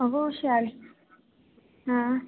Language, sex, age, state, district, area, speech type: Dogri, female, 18-30, Jammu and Kashmir, Reasi, rural, conversation